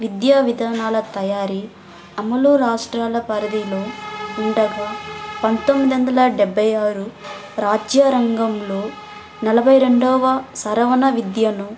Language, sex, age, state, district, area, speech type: Telugu, female, 18-30, Andhra Pradesh, Sri Balaji, rural, spontaneous